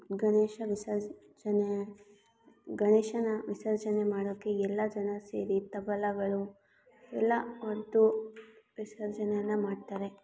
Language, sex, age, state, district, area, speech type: Kannada, female, 18-30, Karnataka, Chitradurga, urban, spontaneous